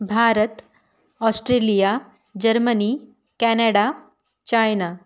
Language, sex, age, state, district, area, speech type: Marathi, female, 18-30, Maharashtra, Wardha, urban, spontaneous